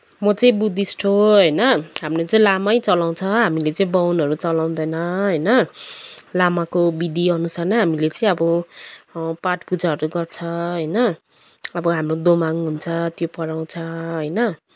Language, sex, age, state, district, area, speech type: Nepali, female, 30-45, West Bengal, Kalimpong, rural, spontaneous